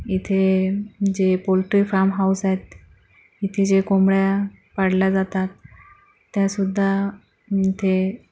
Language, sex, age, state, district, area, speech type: Marathi, female, 45-60, Maharashtra, Akola, rural, spontaneous